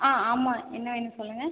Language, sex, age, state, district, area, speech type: Tamil, female, 30-45, Tamil Nadu, Cuddalore, rural, conversation